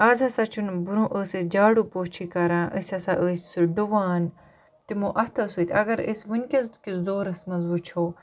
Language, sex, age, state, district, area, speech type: Kashmiri, female, 30-45, Jammu and Kashmir, Baramulla, rural, spontaneous